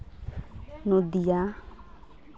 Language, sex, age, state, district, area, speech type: Santali, female, 18-30, West Bengal, Malda, rural, spontaneous